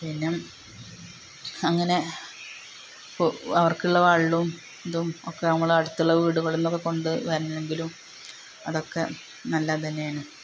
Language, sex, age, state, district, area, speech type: Malayalam, female, 30-45, Kerala, Malappuram, rural, spontaneous